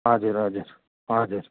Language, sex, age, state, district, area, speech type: Nepali, male, 30-45, West Bengal, Kalimpong, rural, conversation